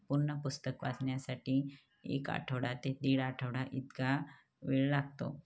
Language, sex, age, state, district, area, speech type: Marathi, female, 30-45, Maharashtra, Hingoli, urban, spontaneous